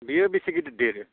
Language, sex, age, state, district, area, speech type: Bodo, male, 45-60, Assam, Kokrajhar, rural, conversation